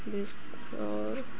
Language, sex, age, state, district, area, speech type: Hindi, female, 45-60, Uttar Pradesh, Hardoi, rural, spontaneous